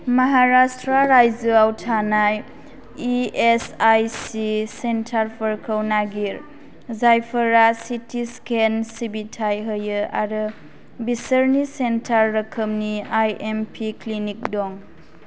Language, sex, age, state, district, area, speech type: Bodo, female, 18-30, Assam, Chirang, rural, read